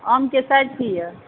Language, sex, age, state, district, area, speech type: Maithili, female, 60+, Bihar, Supaul, rural, conversation